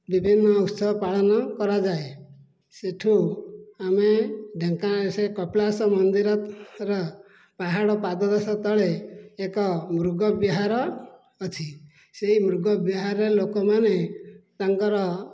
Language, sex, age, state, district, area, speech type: Odia, male, 60+, Odisha, Dhenkanal, rural, spontaneous